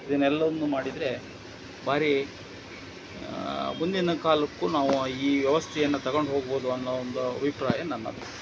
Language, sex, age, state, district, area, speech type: Kannada, male, 60+, Karnataka, Shimoga, rural, spontaneous